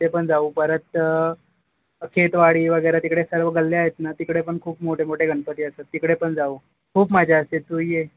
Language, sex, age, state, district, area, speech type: Marathi, male, 18-30, Maharashtra, Ratnagiri, urban, conversation